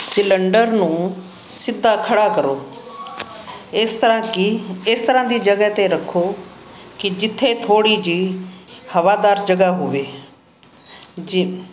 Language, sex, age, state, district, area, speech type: Punjabi, female, 60+, Punjab, Fazilka, rural, spontaneous